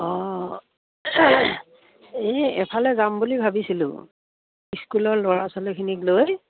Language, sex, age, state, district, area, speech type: Assamese, female, 60+, Assam, Udalguri, rural, conversation